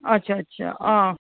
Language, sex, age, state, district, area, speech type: Dogri, female, 45-60, Jammu and Kashmir, Jammu, urban, conversation